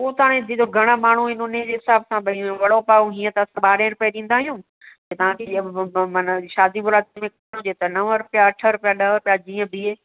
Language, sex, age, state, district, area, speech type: Sindhi, female, 45-60, Maharashtra, Thane, urban, conversation